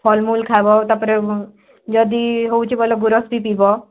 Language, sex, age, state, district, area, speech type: Odia, female, 18-30, Odisha, Kalahandi, rural, conversation